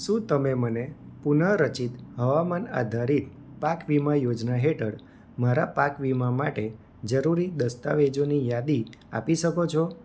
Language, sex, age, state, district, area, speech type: Gujarati, male, 30-45, Gujarat, Anand, urban, read